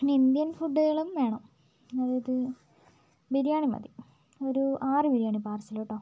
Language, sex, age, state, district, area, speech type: Malayalam, female, 30-45, Kerala, Wayanad, rural, spontaneous